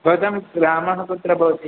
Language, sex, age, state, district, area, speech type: Sanskrit, male, 30-45, Kerala, Ernakulam, rural, conversation